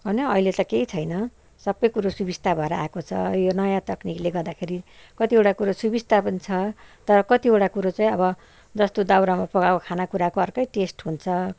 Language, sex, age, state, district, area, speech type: Nepali, female, 60+, West Bengal, Kalimpong, rural, spontaneous